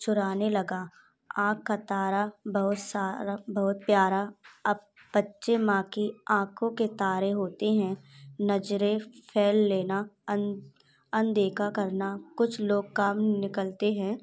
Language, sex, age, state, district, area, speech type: Hindi, female, 18-30, Madhya Pradesh, Gwalior, rural, spontaneous